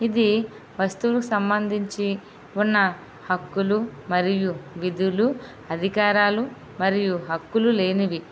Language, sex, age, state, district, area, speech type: Telugu, female, 18-30, Andhra Pradesh, Vizianagaram, rural, spontaneous